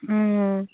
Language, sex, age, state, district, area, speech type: Manipuri, female, 30-45, Manipur, Chandel, rural, conversation